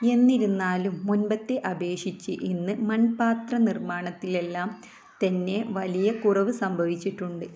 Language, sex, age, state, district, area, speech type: Malayalam, female, 18-30, Kerala, Malappuram, rural, spontaneous